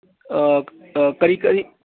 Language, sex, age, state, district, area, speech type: Manipuri, male, 60+, Manipur, Imphal East, rural, conversation